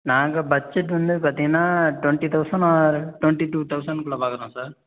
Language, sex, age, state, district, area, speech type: Tamil, male, 18-30, Tamil Nadu, Sivaganga, rural, conversation